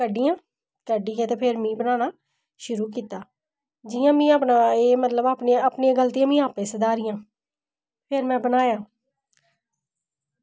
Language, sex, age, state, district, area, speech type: Dogri, female, 30-45, Jammu and Kashmir, Samba, urban, spontaneous